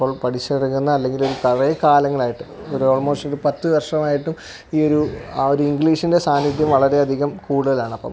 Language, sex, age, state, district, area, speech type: Malayalam, male, 18-30, Kerala, Alappuzha, rural, spontaneous